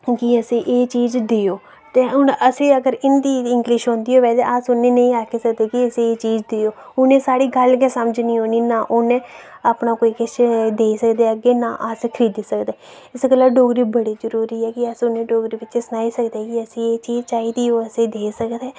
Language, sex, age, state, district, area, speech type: Dogri, female, 18-30, Jammu and Kashmir, Reasi, rural, spontaneous